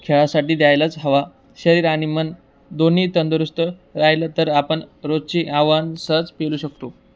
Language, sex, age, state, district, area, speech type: Marathi, male, 18-30, Maharashtra, Jalna, urban, spontaneous